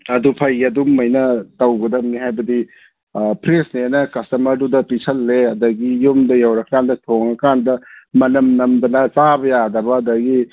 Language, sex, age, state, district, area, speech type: Manipuri, male, 30-45, Manipur, Thoubal, rural, conversation